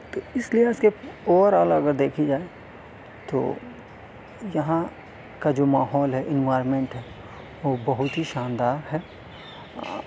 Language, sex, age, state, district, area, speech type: Urdu, male, 18-30, Delhi, South Delhi, urban, spontaneous